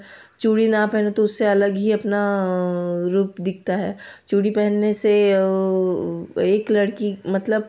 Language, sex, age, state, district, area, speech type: Hindi, female, 30-45, Madhya Pradesh, Betul, urban, spontaneous